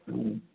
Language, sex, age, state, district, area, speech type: Manipuri, male, 30-45, Manipur, Kakching, rural, conversation